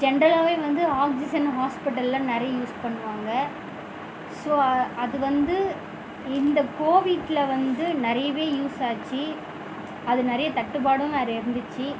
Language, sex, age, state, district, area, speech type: Tamil, female, 18-30, Tamil Nadu, Viluppuram, rural, spontaneous